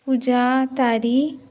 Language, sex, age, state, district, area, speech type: Goan Konkani, female, 18-30, Goa, Murmgao, urban, spontaneous